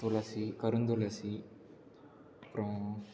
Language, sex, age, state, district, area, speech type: Tamil, male, 18-30, Tamil Nadu, Salem, urban, spontaneous